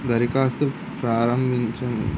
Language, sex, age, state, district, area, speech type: Telugu, male, 18-30, Andhra Pradesh, N T Rama Rao, urban, spontaneous